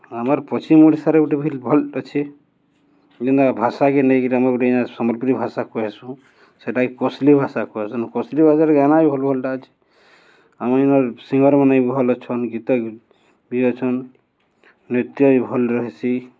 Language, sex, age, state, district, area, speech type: Odia, male, 45-60, Odisha, Balangir, urban, spontaneous